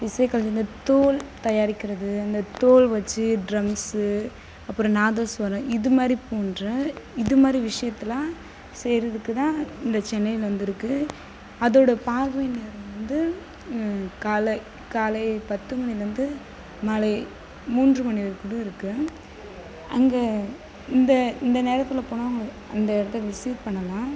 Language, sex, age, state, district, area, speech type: Tamil, female, 18-30, Tamil Nadu, Kallakurichi, rural, spontaneous